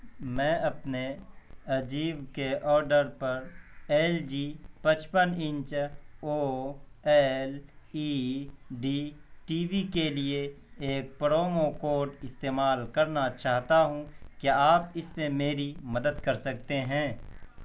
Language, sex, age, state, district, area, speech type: Urdu, male, 18-30, Bihar, Purnia, rural, read